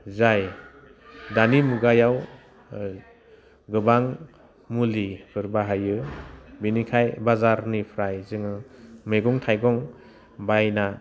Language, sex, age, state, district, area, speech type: Bodo, male, 30-45, Assam, Udalguri, urban, spontaneous